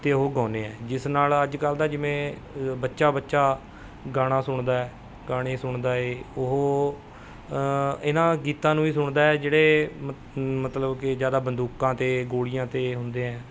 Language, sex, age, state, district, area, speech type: Punjabi, male, 30-45, Punjab, Mohali, urban, spontaneous